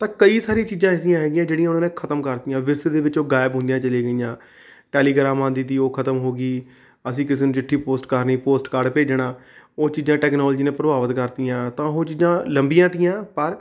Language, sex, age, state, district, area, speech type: Punjabi, male, 30-45, Punjab, Rupnagar, urban, spontaneous